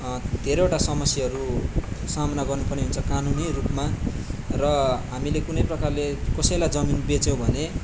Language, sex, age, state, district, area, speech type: Nepali, male, 18-30, West Bengal, Darjeeling, rural, spontaneous